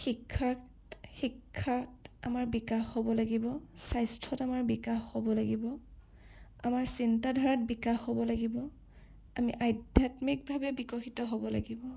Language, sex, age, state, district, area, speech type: Assamese, male, 18-30, Assam, Sonitpur, rural, spontaneous